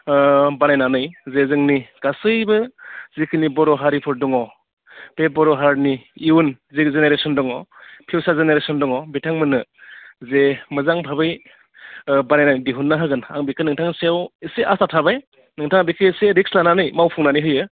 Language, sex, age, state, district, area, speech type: Bodo, male, 30-45, Assam, Udalguri, urban, conversation